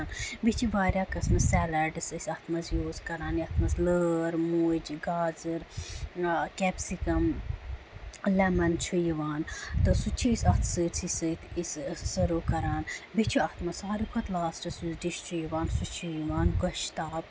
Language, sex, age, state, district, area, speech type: Kashmiri, female, 18-30, Jammu and Kashmir, Ganderbal, rural, spontaneous